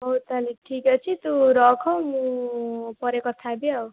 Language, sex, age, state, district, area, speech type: Odia, female, 18-30, Odisha, Jajpur, rural, conversation